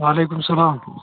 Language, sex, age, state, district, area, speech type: Kashmiri, male, 18-30, Jammu and Kashmir, Anantnag, rural, conversation